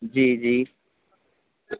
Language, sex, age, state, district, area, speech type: Urdu, male, 18-30, Uttar Pradesh, Gautam Buddha Nagar, rural, conversation